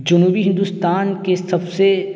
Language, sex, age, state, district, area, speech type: Urdu, male, 18-30, Uttar Pradesh, Siddharthnagar, rural, spontaneous